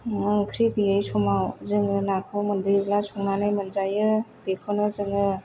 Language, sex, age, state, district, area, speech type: Bodo, female, 30-45, Assam, Chirang, rural, spontaneous